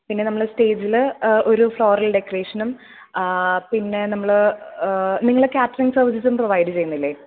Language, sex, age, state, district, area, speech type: Malayalam, female, 18-30, Kerala, Thrissur, rural, conversation